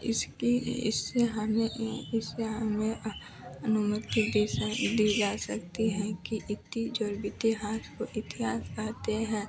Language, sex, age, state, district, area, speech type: Hindi, female, 18-30, Bihar, Madhepura, rural, spontaneous